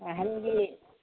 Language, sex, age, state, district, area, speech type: Manipuri, female, 60+, Manipur, Kangpokpi, urban, conversation